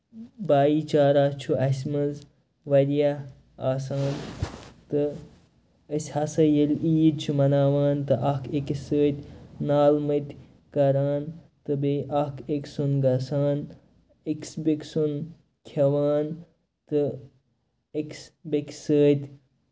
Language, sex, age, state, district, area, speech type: Kashmiri, male, 30-45, Jammu and Kashmir, Kupwara, rural, spontaneous